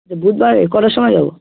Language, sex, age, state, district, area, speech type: Bengali, male, 18-30, West Bengal, Hooghly, urban, conversation